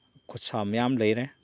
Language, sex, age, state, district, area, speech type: Manipuri, male, 60+, Manipur, Chandel, rural, spontaneous